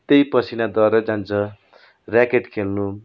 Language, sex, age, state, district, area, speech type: Nepali, male, 30-45, West Bengal, Darjeeling, rural, spontaneous